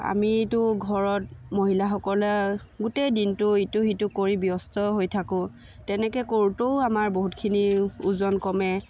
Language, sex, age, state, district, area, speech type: Assamese, female, 30-45, Assam, Biswanath, rural, spontaneous